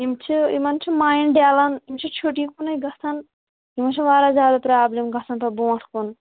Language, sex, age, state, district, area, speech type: Kashmiri, female, 18-30, Jammu and Kashmir, Kulgam, rural, conversation